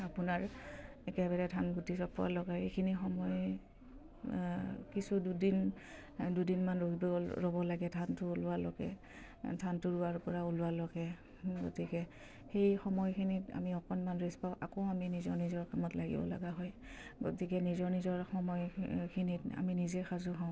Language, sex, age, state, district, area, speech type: Assamese, female, 30-45, Assam, Udalguri, rural, spontaneous